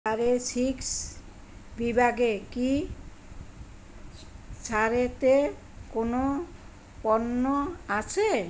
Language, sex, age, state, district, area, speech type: Bengali, female, 60+, West Bengal, Kolkata, urban, read